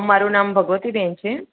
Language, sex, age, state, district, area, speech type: Gujarati, female, 45-60, Gujarat, Ahmedabad, urban, conversation